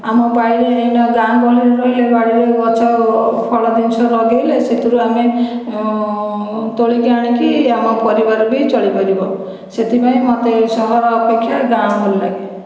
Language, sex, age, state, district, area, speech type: Odia, female, 60+, Odisha, Khordha, rural, spontaneous